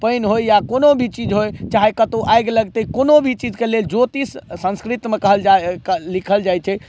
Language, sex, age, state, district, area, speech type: Maithili, male, 18-30, Bihar, Madhubani, rural, spontaneous